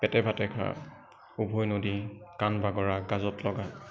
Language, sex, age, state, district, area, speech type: Assamese, male, 18-30, Assam, Kamrup Metropolitan, urban, spontaneous